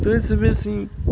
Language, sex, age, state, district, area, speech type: Maithili, male, 30-45, Bihar, Madhubani, rural, spontaneous